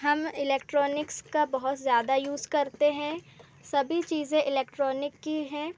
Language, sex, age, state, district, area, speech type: Hindi, female, 18-30, Madhya Pradesh, Seoni, urban, spontaneous